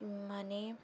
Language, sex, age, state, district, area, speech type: Assamese, female, 30-45, Assam, Sonitpur, rural, spontaneous